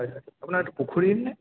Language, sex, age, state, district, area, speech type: Assamese, male, 18-30, Assam, Sonitpur, urban, conversation